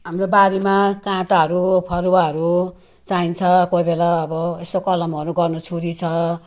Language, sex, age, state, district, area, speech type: Nepali, female, 60+, West Bengal, Jalpaiguri, rural, spontaneous